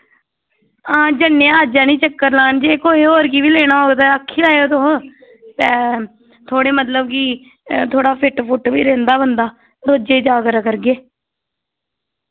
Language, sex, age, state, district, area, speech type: Dogri, female, 18-30, Jammu and Kashmir, Reasi, rural, conversation